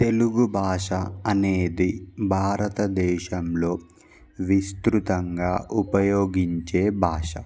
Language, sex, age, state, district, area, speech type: Telugu, male, 18-30, Andhra Pradesh, Palnadu, rural, spontaneous